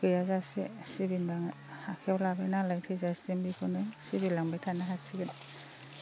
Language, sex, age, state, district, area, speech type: Bodo, female, 30-45, Assam, Baksa, rural, spontaneous